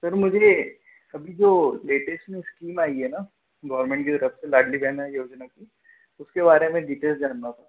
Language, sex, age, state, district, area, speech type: Hindi, male, 30-45, Madhya Pradesh, Balaghat, rural, conversation